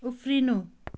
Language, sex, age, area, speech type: Nepali, female, 30-45, rural, read